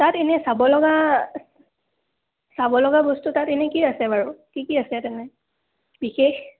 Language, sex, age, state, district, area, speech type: Assamese, female, 18-30, Assam, Dhemaji, urban, conversation